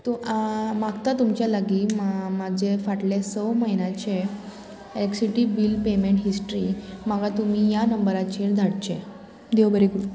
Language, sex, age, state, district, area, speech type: Goan Konkani, female, 18-30, Goa, Murmgao, urban, spontaneous